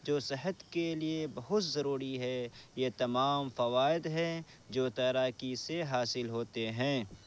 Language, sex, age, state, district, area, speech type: Urdu, male, 30-45, Bihar, Purnia, rural, spontaneous